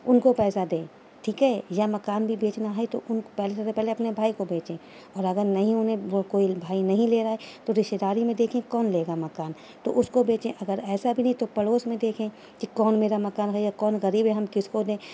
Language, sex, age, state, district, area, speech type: Urdu, female, 30-45, Uttar Pradesh, Shahjahanpur, urban, spontaneous